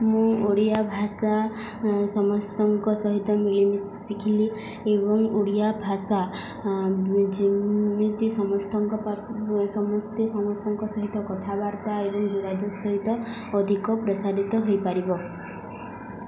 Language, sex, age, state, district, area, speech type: Odia, female, 18-30, Odisha, Subarnapur, rural, spontaneous